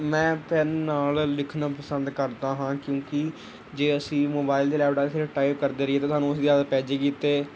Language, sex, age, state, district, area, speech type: Punjabi, male, 18-30, Punjab, Gurdaspur, urban, spontaneous